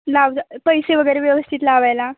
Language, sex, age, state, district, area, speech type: Marathi, female, 18-30, Maharashtra, Ratnagiri, urban, conversation